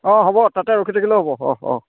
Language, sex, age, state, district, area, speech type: Assamese, male, 45-60, Assam, Sivasagar, rural, conversation